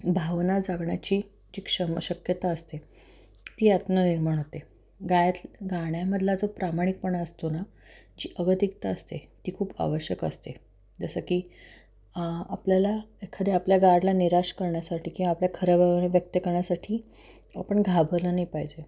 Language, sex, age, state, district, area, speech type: Marathi, female, 30-45, Maharashtra, Satara, urban, spontaneous